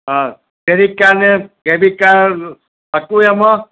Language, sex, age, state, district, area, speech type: Gujarati, male, 60+, Gujarat, Kheda, rural, conversation